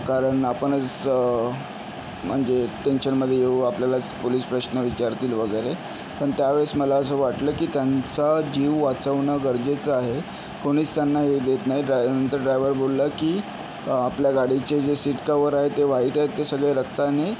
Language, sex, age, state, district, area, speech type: Marathi, male, 30-45, Maharashtra, Yavatmal, urban, spontaneous